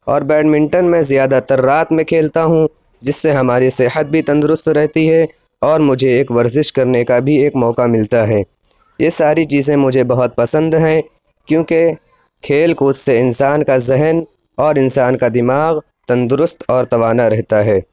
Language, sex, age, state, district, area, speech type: Urdu, male, 18-30, Uttar Pradesh, Lucknow, urban, spontaneous